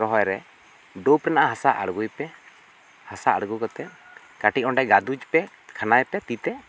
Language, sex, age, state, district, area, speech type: Santali, male, 30-45, West Bengal, Bankura, rural, spontaneous